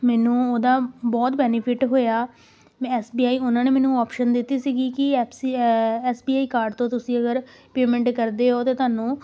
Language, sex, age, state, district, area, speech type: Punjabi, female, 18-30, Punjab, Amritsar, urban, spontaneous